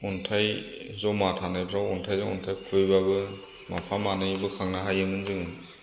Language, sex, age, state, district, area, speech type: Bodo, male, 30-45, Assam, Chirang, rural, spontaneous